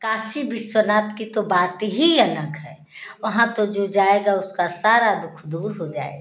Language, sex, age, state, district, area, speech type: Hindi, female, 45-60, Uttar Pradesh, Ghazipur, rural, spontaneous